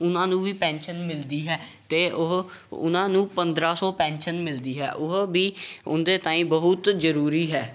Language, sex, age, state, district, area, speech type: Punjabi, male, 18-30, Punjab, Gurdaspur, rural, spontaneous